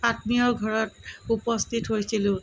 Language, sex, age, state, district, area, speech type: Assamese, female, 45-60, Assam, Morigaon, rural, spontaneous